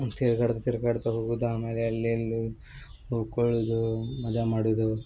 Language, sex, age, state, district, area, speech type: Kannada, male, 18-30, Karnataka, Uttara Kannada, rural, spontaneous